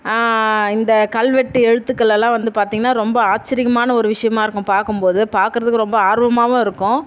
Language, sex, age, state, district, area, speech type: Tamil, female, 30-45, Tamil Nadu, Tiruvannamalai, urban, spontaneous